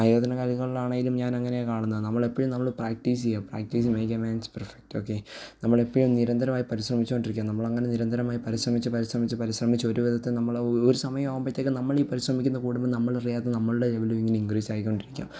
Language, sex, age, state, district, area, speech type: Malayalam, male, 18-30, Kerala, Pathanamthitta, rural, spontaneous